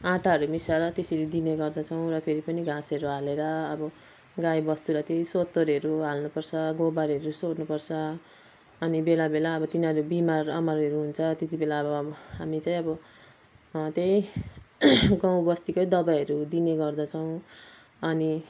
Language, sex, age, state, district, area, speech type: Nepali, female, 60+, West Bengal, Kalimpong, rural, spontaneous